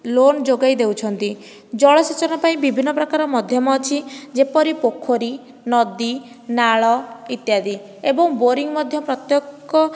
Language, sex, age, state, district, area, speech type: Odia, female, 18-30, Odisha, Nayagarh, rural, spontaneous